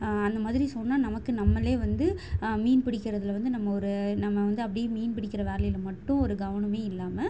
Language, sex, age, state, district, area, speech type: Tamil, female, 18-30, Tamil Nadu, Chennai, urban, spontaneous